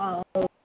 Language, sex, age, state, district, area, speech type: Marathi, female, 45-60, Maharashtra, Nanded, urban, conversation